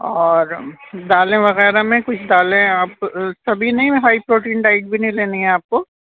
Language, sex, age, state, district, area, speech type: Urdu, female, 45-60, Uttar Pradesh, Rampur, urban, conversation